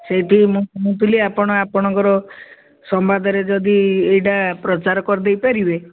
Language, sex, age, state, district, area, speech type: Odia, female, 60+, Odisha, Gajapati, rural, conversation